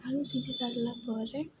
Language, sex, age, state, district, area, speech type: Odia, female, 18-30, Odisha, Rayagada, rural, spontaneous